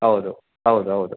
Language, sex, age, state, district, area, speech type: Kannada, male, 45-60, Karnataka, Davanagere, urban, conversation